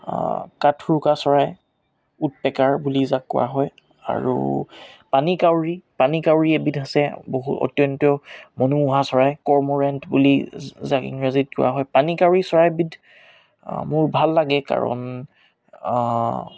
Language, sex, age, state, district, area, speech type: Assamese, male, 18-30, Assam, Tinsukia, rural, spontaneous